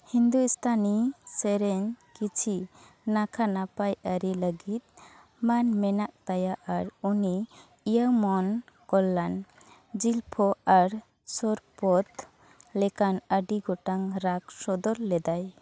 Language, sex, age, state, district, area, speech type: Santali, female, 18-30, West Bengal, Purulia, rural, read